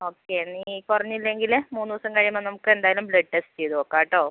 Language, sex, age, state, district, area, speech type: Malayalam, female, 60+, Kerala, Wayanad, rural, conversation